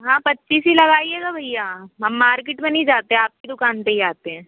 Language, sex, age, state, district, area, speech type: Hindi, female, 45-60, Madhya Pradesh, Bhopal, urban, conversation